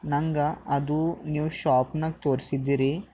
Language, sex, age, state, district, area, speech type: Kannada, male, 18-30, Karnataka, Bidar, urban, spontaneous